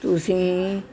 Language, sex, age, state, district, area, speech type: Punjabi, female, 60+, Punjab, Pathankot, rural, read